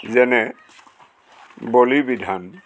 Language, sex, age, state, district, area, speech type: Assamese, male, 60+, Assam, Golaghat, urban, spontaneous